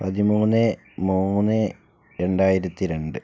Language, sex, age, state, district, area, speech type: Malayalam, male, 60+, Kerala, Palakkad, urban, spontaneous